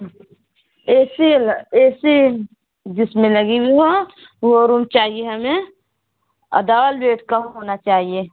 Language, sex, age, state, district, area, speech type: Urdu, female, 30-45, Bihar, Gaya, urban, conversation